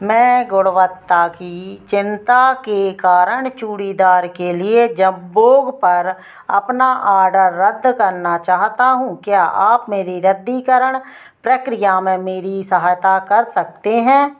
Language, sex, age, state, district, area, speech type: Hindi, female, 45-60, Madhya Pradesh, Narsinghpur, rural, read